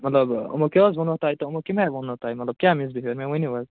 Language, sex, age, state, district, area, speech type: Kashmiri, male, 45-60, Jammu and Kashmir, Budgam, urban, conversation